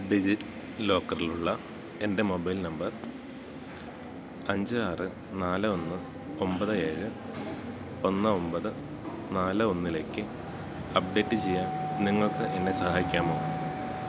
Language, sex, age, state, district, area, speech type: Malayalam, male, 30-45, Kerala, Idukki, rural, read